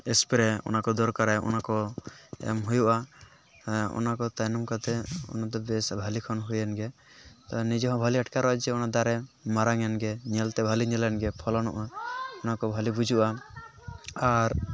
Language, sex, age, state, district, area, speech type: Santali, male, 18-30, West Bengal, Purulia, rural, spontaneous